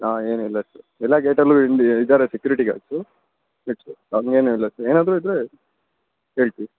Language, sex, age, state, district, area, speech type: Kannada, male, 60+, Karnataka, Davanagere, rural, conversation